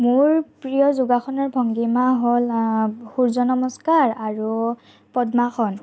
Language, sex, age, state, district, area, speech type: Assamese, female, 45-60, Assam, Morigaon, urban, spontaneous